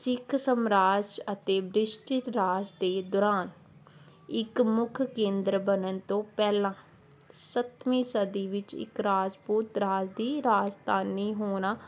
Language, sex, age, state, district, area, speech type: Punjabi, female, 30-45, Punjab, Jalandhar, urban, spontaneous